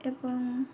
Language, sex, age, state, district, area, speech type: Odia, female, 18-30, Odisha, Sundergarh, urban, spontaneous